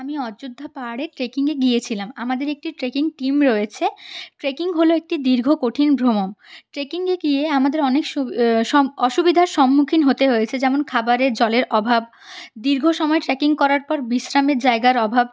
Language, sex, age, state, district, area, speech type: Bengali, female, 30-45, West Bengal, Purulia, urban, spontaneous